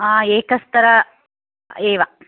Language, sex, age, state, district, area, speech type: Sanskrit, female, 30-45, Karnataka, Chikkamagaluru, rural, conversation